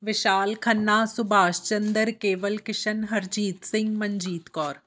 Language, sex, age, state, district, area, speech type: Punjabi, female, 30-45, Punjab, Amritsar, urban, spontaneous